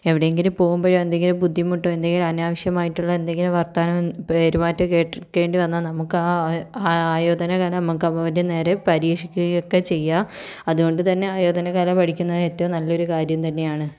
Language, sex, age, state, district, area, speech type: Malayalam, female, 45-60, Kerala, Kozhikode, urban, spontaneous